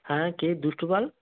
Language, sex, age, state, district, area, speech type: Bengali, male, 60+, West Bengal, Purba Medinipur, rural, conversation